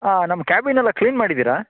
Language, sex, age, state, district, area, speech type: Kannada, male, 18-30, Karnataka, Shimoga, rural, conversation